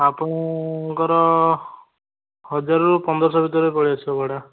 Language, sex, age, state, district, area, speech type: Odia, male, 18-30, Odisha, Kendujhar, urban, conversation